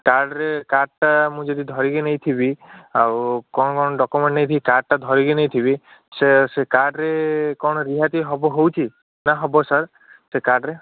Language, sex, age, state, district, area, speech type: Odia, male, 30-45, Odisha, Ganjam, urban, conversation